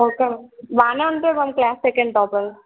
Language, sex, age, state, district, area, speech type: Telugu, female, 18-30, Telangana, Mahbubnagar, urban, conversation